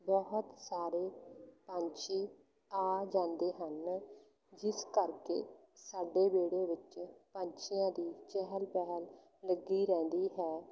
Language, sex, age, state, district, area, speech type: Punjabi, female, 18-30, Punjab, Fatehgarh Sahib, rural, spontaneous